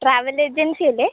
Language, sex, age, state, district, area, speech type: Malayalam, female, 18-30, Kerala, Kottayam, rural, conversation